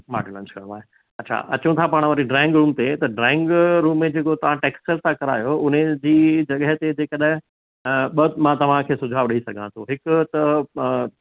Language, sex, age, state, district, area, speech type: Sindhi, male, 60+, Rajasthan, Ajmer, urban, conversation